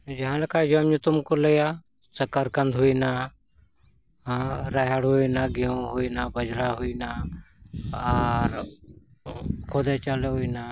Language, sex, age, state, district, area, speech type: Santali, male, 45-60, Jharkhand, Bokaro, rural, spontaneous